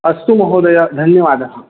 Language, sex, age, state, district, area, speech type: Sanskrit, male, 18-30, Maharashtra, Chandrapur, urban, conversation